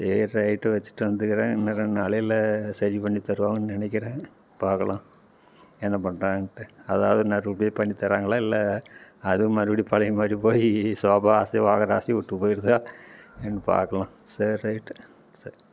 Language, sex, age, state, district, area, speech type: Tamil, male, 45-60, Tamil Nadu, Namakkal, rural, spontaneous